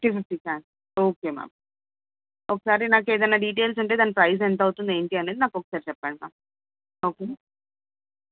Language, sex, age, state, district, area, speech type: Telugu, female, 18-30, Telangana, Medchal, urban, conversation